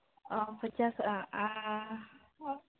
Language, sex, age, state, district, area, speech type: Santali, female, 18-30, Jharkhand, East Singhbhum, rural, conversation